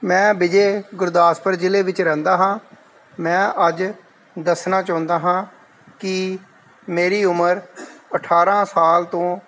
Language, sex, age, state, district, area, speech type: Punjabi, male, 45-60, Punjab, Gurdaspur, rural, spontaneous